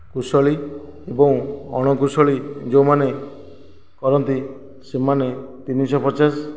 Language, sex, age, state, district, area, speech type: Odia, male, 45-60, Odisha, Nayagarh, rural, spontaneous